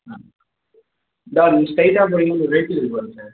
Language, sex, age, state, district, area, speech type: Tamil, male, 18-30, Tamil Nadu, Thanjavur, rural, conversation